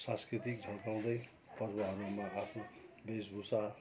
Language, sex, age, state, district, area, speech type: Nepali, male, 60+, West Bengal, Kalimpong, rural, spontaneous